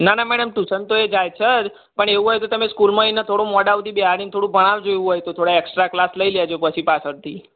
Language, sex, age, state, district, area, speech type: Gujarati, male, 18-30, Gujarat, Mehsana, rural, conversation